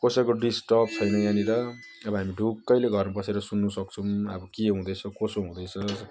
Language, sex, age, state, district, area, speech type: Nepali, male, 30-45, West Bengal, Jalpaiguri, urban, spontaneous